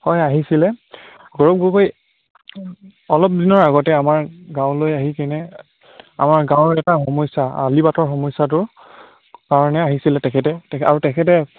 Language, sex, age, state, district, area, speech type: Assamese, male, 18-30, Assam, Charaideo, rural, conversation